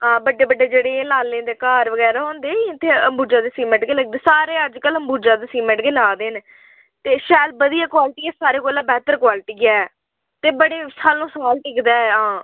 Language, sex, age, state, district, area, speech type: Dogri, female, 18-30, Jammu and Kashmir, Udhampur, rural, conversation